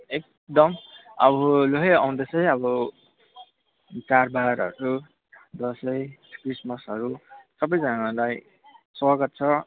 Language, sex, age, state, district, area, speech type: Nepali, male, 18-30, West Bengal, Kalimpong, rural, conversation